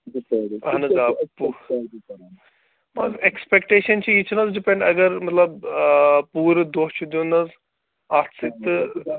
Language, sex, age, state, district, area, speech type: Kashmiri, male, 30-45, Jammu and Kashmir, Srinagar, urban, conversation